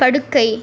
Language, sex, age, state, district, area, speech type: Tamil, female, 18-30, Tamil Nadu, Pudukkottai, rural, read